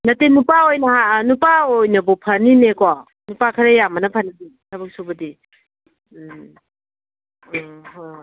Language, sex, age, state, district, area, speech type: Manipuri, female, 60+, Manipur, Kangpokpi, urban, conversation